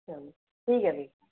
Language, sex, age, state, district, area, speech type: Dogri, female, 30-45, Jammu and Kashmir, Udhampur, urban, conversation